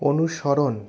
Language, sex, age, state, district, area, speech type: Bengali, male, 60+, West Bengal, Paschim Bardhaman, urban, read